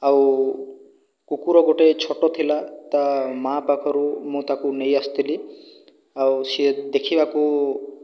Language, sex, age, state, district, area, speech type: Odia, male, 45-60, Odisha, Boudh, rural, spontaneous